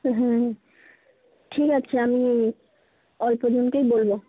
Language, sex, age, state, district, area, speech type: Bengali, female, 18-30, West Bengal, South 24 Parganas, rural, conversation